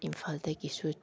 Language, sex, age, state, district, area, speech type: Manipuri, female, 30-45, Manipur, Senapati, rural, spontaneous